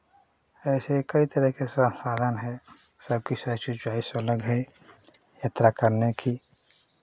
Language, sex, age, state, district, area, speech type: Hindi, male, 30-45, Uttar Pradesh, Chandauli, rural, spontaneous